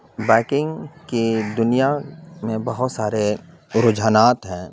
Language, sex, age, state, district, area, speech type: Urdu, male, 30-45, Bihar, Khagaria, rural, spontaneous